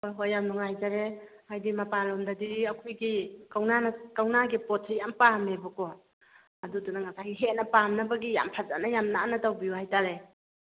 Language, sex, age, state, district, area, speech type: Manipuri, female, 45-60, Manipur, Kakching, rural, conversation